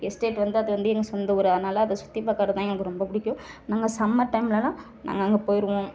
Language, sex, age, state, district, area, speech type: Tamil, female, 45-60, Tamil Nadu, Ariyalur, rural, spontaneous